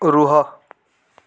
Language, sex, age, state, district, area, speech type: Odia, male, 18-30, Odisha, Cuttack, urban, read